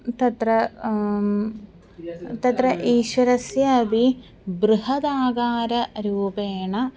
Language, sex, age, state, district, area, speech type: Sanskrit, female, 18-30, Kerala, Thiruvananthapuram, urban, spontaneous